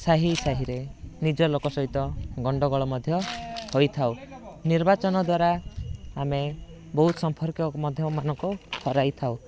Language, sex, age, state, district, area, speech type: Odia, male, 18-30, Odisha, Rayagada, rural, spontaneous